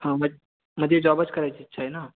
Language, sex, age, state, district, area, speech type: Marathi, male, 18-30, Maharashtra, Gondia, rural, conversation